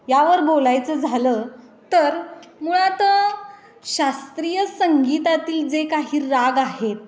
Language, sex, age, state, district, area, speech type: Marathi, female, 18-30, Maharashtra, Satara, urban, spontaneous